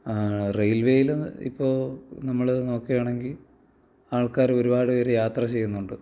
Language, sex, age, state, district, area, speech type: Malayalam, male, 18-30, Kerala, Thiruvananthapuram, rural, spontaneous